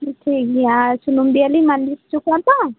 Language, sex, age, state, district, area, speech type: Santali, female, 18-30, West Bengal, Birbhum, rural, conversation